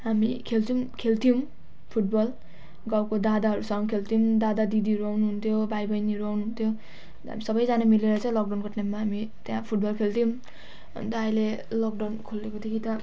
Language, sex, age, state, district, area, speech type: Nepali, female, 18-30, West Bengal, Jalpaiguri, urban, spontaneous